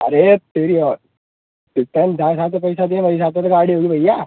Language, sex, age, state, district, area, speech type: Hindi, male, 18-30, Rajasthan, Bharatpur, urban, conversation